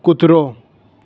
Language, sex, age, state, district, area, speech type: Gujarati, male, 18-30, Gujarat, Ahmedabad, urban, read